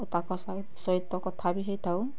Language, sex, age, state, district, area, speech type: Odia, female, 18-30, Odisha, Bargarh, rural, spontaneous